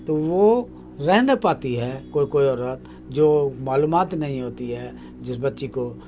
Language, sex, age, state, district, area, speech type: Urdu, male, 60+, Bihar, Khagaria, rural, spontaneous